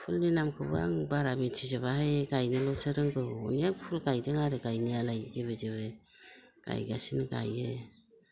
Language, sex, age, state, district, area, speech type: Bodo, female, 60+, Assam, Udalguri, rural, spontaneous